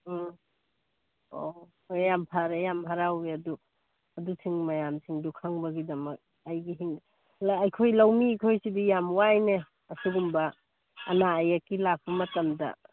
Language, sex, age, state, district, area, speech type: Manipuri, female, 45-60, Manipur, Churachandpur, urban, conversation